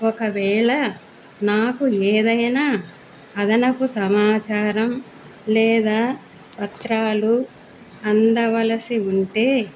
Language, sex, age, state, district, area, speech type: Telugu, female, 60+, Andhra Pradesh, Annamaya, urban, spontaneous